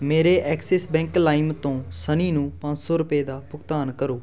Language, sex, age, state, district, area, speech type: Punjabi, male, 18-30, Punjab, Fatehgarh Sahib, rural, read